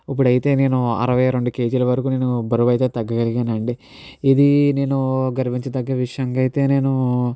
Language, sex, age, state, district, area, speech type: Telugu, male, 60+, Andhra Pradesh, Kakinada, urban, spontaneous